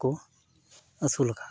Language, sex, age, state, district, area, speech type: Santali, male, 30-45, West Bengal, Uttar Dinajpur, rural, spontaneous